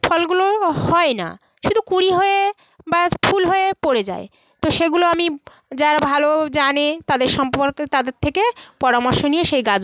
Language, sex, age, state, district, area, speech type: Bengali, female, 30-45, West Bengal, South 24 Parganas, rural, spontaneous